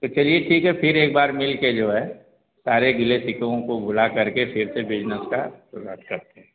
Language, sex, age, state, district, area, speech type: Hindi, male, 30-45, Uttar Pradesh, Azamgarh, rural, conversation